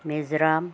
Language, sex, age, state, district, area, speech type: Manipuri, female, 45-60, Manipur, Senapati, rural, spontaneous